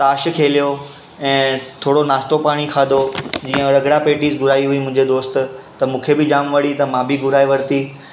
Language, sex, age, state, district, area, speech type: Sindhi, male, 18-30, Maharashtra, Mumbai Suburban, urban, spontaneous